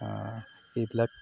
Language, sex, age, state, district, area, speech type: Assamese, male, 45-60, Assam, Tinsukia, rural, spontaneous